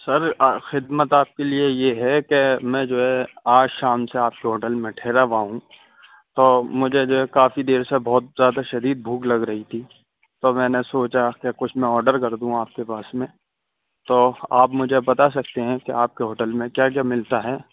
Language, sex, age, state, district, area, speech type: Urdu, male, 18-30, Uttar Pradesh, Saharanpur, urban, conversation